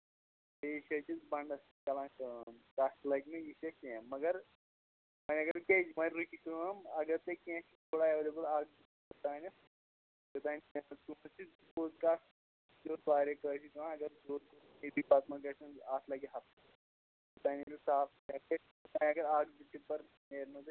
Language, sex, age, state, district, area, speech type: Kashmiri, male, 30-45, Jammu and Kashmir, Shopian, rural, conversation